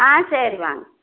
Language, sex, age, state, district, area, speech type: Tamil, female, 60+, Tamil Nadu, Erode, rural, conversation